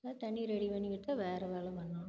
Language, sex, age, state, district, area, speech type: Tamil, female, 60+, Tamil Nadu, Namakkal, rural, spontaneous